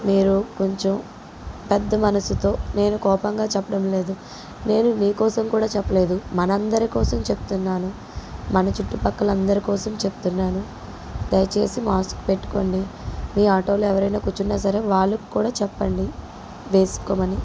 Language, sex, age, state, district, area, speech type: Telugu, female, 45-60, Telangana, Mancherial, rural, spontaneous